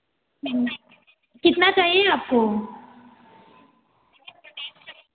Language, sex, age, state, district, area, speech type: Hindi, female, 18-30, Uttar Pradesh, Varanasi, rural, conversation